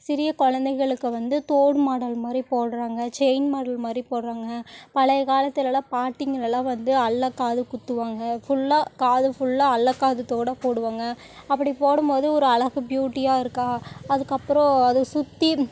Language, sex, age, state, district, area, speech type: Tamil, female, 18-30, Tamil Nadu, Namakkal, rural, spontaneous